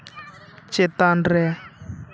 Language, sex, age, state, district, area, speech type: Santali, male, 18-30, West Bengal, Purba Bardhaman, rural, read